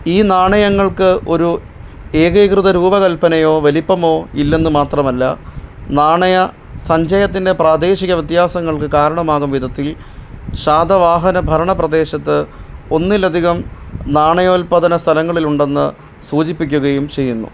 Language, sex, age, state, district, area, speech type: Malayalam, male, 18-30, Kerala, Pathanamthitta, urban, read